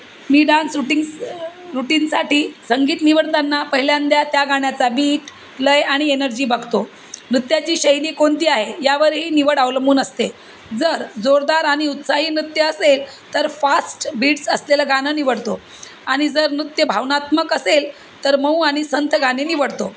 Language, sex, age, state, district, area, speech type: Marathi, female, 45-60, Maharashtra, Jalna, urban, spontaneous